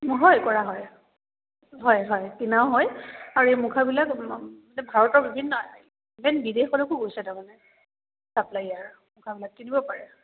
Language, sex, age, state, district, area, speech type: Assamese, female, 30-45, Assam, Kamrup Metropolitan, urban, conversation